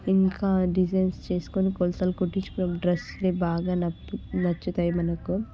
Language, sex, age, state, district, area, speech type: Telugu, female, 18-30, Telangana, Hyderabad, urban, spontaneous